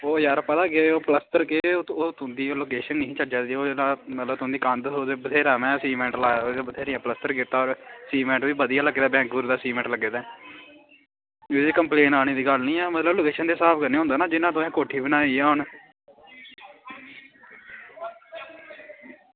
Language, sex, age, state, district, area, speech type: Dogri, male, 18-30, Jammu and Kashmir, Samba, rural, conversation